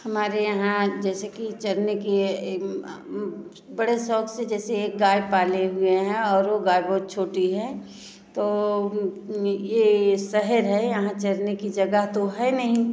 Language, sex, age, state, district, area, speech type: Hindi, female, 45-60, Uttar Pradesh, Bhadohi, rural, spontaneous